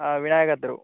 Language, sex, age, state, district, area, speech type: Tamil, male, 18-30, Tamil Nadu, Nagapattinam, rural, conversation